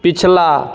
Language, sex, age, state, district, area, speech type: Hindi, male, 30-45, Bihar, Begusarai, rural, read